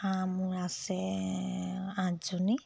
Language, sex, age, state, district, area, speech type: Assamese, female, 60+, Assam, Dibrugarh, rural, spontaneous